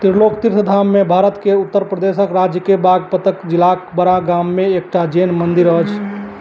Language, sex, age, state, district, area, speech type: Maithili, male, 30-45, Bihar, Madhubani, rural, read